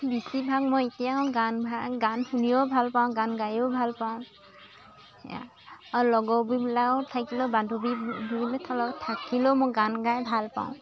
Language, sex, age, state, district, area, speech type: Assamese, female, 18-30, Assam, Lakhimpur, rural, spontaneous